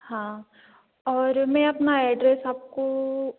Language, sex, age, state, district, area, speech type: Hindi, female, 18-30, Madhya Pradesh, Hoshangabad, rural, conversation